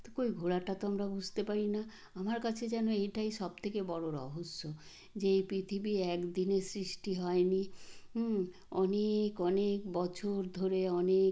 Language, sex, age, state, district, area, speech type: Bengali, female, 60+, West Bengal, Purba Medinipur, rural, spontaneous